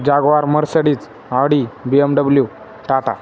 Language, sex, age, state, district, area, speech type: Marathi, male, 18-30, Maharashtra, Jalna, urban, spontaneous